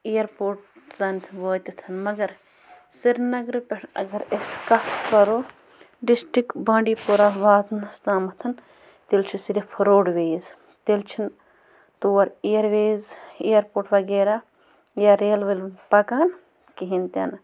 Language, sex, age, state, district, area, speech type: Kashmiri, female, 30-45, Jammu and Kashmir, Bandipora, rural, spontaneous